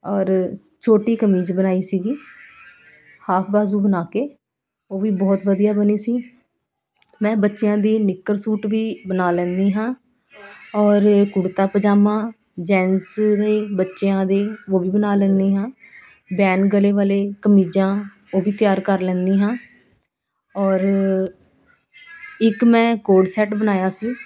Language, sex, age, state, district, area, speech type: Punjabi, female, 30-45, Punjab, Ludhiana, urban, spontaneous